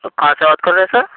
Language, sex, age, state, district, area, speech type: Urdu, male, 30-45, Uttar Pradesh, Lucknow, rural, conversation